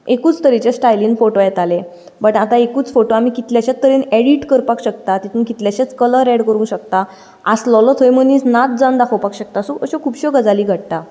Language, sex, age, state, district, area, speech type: Goan Konkani, female, 18-30, Goa, Ponda, rural, spontaneous